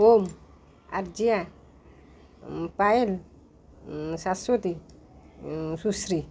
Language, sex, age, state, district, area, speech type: Odia, female, 45-60, Odisha, Rayagada, rural, spontaneous